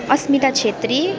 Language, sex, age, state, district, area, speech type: Nepali, female, 18-30, West Bengal, Alipurduar, urban, spontaneous